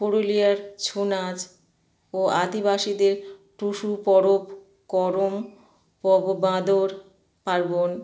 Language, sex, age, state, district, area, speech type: Bengali, female, 45-60, West Bengal, Howrah, urban, spontaneous